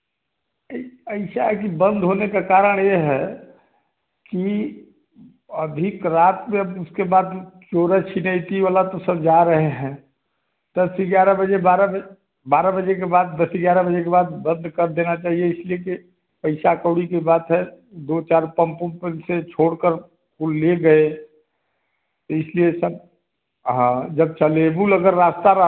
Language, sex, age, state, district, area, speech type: Hindi, male, 60+, Uttar Pradesh, Chandauli, rural, conversation